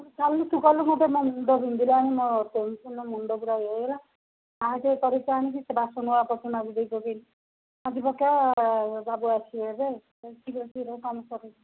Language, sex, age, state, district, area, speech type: Odia, female, 30-45, Odisha, Cuttack, urban, conversation